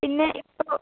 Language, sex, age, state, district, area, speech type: Malayalam, female, 45-60, Kerala, Kozhikode, urban, conversation